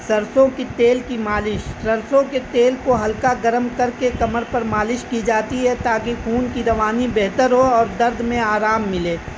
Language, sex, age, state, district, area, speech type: Urdu, male, 18-30, Uttar Pradesh, Azamgarh, rural, spontaneous